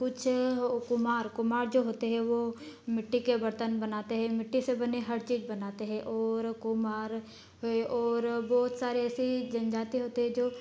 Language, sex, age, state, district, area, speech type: Hindi, female, 18-30, Madhya Pradesh, Ujjain, rural, spontaneous